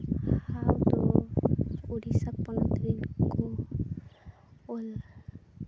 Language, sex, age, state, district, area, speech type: Santali, female, 18-30, Jharkhand, Seraikela Kharsawan, rural, spontaneous